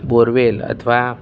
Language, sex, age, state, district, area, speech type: Gujarati, male, 30-45, Gujarat, Kheda, rural, spontaneous